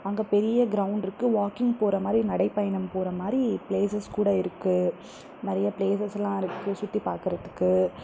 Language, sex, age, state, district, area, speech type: Tamil, female, 18-30, Tamil Nadu, Krishnagiri, rural, spontaneous